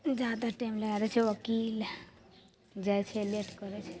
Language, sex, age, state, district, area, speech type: Maithili, female, 30-45, Bihar, Madhepura, rural, spontaneous